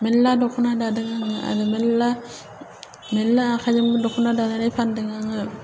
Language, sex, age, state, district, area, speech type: Bodo, female, 30-45, Assam, Chirang, urban, spontaneous